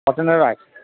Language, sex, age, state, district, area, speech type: Bengali, male, 30-45, West Bengal, Paschim Bardhaman, urban, conversation